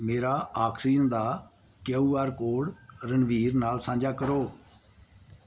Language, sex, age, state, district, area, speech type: Punjabi, male, 60+, Punjab, Pathankot, rural, read